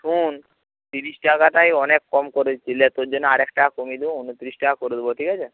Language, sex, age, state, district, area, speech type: Bengali, male, 30-45, West Bengal, Paschim Medinipur, rural, conversation